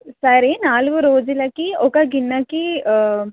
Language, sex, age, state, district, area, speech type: Telugu, female, 18-30, Telangana, Nizamabad, urban, conversation